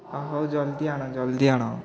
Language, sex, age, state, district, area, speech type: Odia, male, 18-30, Odisha, Puri, urban, spontaneous